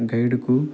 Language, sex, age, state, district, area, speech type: Telugu, male, 30-45, Andhra Pradesh, Nellore, urban, spontaneous